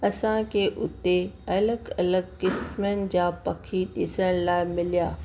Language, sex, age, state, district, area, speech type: Sindhi, female, 30-45, Rajasthan, Ajmer, urban, spontaneous